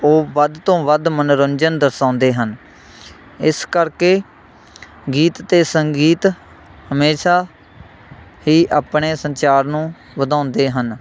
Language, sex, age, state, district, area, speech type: Punjabi, male, 18-30, Punjab, Shaheed Bhagat Singh Nagar, rural, spontaneous